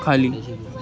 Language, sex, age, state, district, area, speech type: Marathi, male, 18-30, Maharashtra, Thane, urban, read